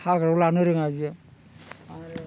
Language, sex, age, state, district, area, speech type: Bodo, male, 60+, Assam, Baksa, urban, spontaneous